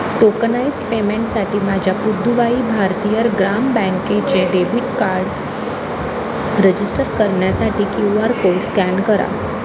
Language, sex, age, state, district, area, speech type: Marathi, female, 18-30, Maharashtra, Mumbai City, urban, read